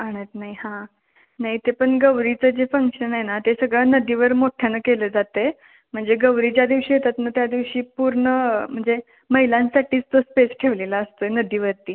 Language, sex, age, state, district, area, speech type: Marathi, female, 18-30, Maharashtra, Kolhapur, urban, conversation